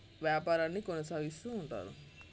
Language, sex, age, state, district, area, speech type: Telugu, male, 18-30, Telangana, Mancherial, rural, spontaneous